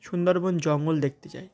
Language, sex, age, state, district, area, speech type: Bengali, male, 18-30, West Bengal, Uttar Dinajpur, urban, spontaneous